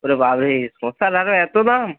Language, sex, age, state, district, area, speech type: Bengali, male, 18-30, West Bengal, Purba Medinipur, rural, conversation